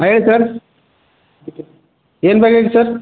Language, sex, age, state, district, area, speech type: Kannada, male, 30-45, Karnataka, Bidar, urban, conversation